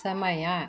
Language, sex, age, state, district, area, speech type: Kannada, female, 60+, Karnataka, Udupi, rural, read